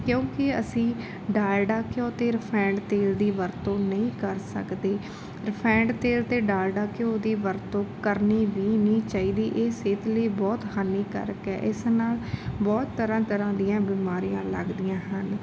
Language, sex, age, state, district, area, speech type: Punjabi, female, 30-45, Punjab, Bathinda, rural, spontaneous